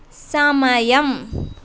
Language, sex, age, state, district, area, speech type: Telugu, female, 18-30, Andhra Pradesh, Konaseema, urban, read